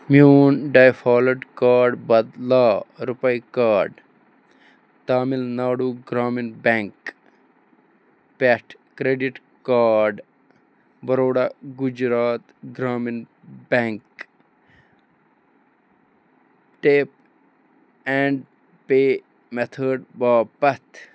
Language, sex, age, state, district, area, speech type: Kashmiri, male, 30-45, Jammu and Kashmir, Bandipora, rural, read